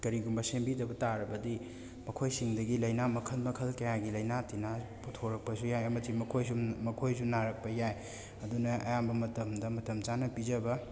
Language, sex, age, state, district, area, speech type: Manipuri, male, 30-45, Manipur, Imphal West, urban, spontaneous